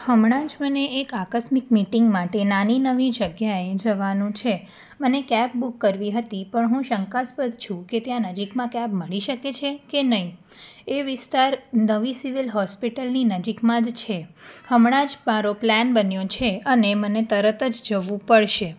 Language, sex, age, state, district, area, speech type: Gujarati, female, 18-30, Gujarat, Anand, urban, spontaneous